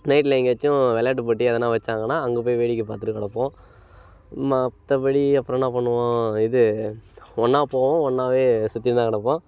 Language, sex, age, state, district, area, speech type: Tamil, male, 18-30, Tamil Nadu, Kallakurichi, urban, spontaneous